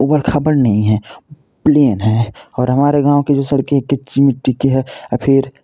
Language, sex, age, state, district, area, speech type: Hindi, male, 18-30, Uttar Pradesh, Varanasi, rural, spontaneous